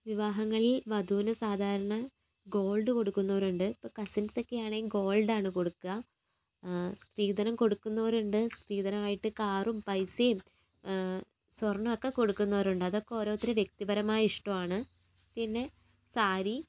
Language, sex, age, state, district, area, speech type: Malayalam, female, 30-45, Kerala, Wayanad, rural, spontaneous